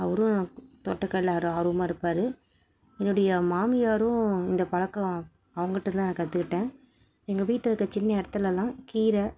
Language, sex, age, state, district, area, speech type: Tamil, female, 30-45, Tamil Nadu, Salem, rural, spontaneous